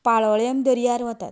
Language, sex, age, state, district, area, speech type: Goan Konkani, female, 30-45, Goa, Canacona, rural, spontaneous